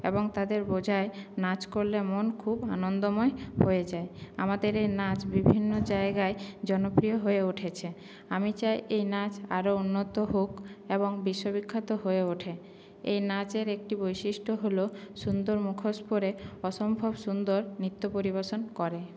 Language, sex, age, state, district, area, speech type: Bengali, female, 18-30, West Bengal, Purulia, urban, spontaneous